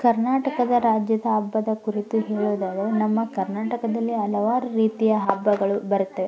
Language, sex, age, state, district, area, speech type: Kannada, female, 18-30, Karnataka, Koppal, rural, spontaneous